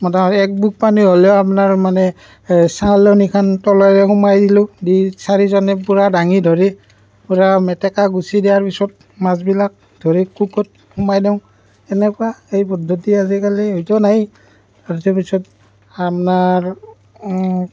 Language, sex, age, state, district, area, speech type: Assamese, male, 30-45, Assam, Barpeta, rural, spontaneous